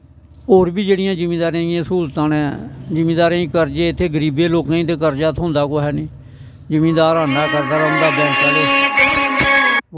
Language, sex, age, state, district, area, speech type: Dogri, male, 60+, Jammu and Kashmir, Samba, rural, spontaneous